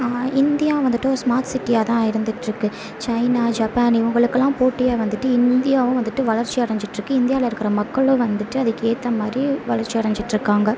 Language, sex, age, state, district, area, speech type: Tamil, female, 18-30, Tamil Nadu, Sivaganga, rural, spontaneous